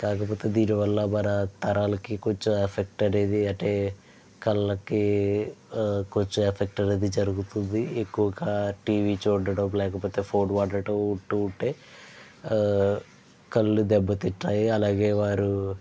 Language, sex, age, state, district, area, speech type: Telugu, male, 45-60, Andhra Pradesh, East Godavari, rural, spontaneous